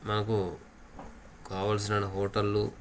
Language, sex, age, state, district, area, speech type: Telugu, male, 30-45, Telangana, Jangaon, rural, spontaneous